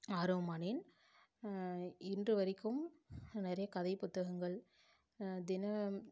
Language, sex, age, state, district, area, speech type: Tamil, female, 18-30, Tamil Nadu, Namakkal, rural, spontaneous